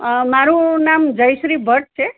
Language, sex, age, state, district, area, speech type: Gujarati, female, 60+, Gujarat, Anand, urban, conversation